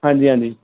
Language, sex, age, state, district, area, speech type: Punjabi, male, 18-30, Punjab, Gurdaspur, rural, conversation